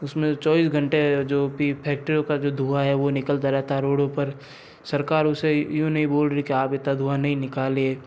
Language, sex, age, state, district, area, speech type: Hindi, male, 60+, Rajasthan, Jodhpur, urban, spontaneous